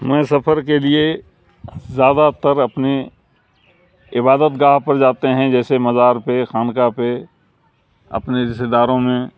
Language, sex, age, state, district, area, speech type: Urdu, male, 60+, Bihar, Supaul, rural, spontaneous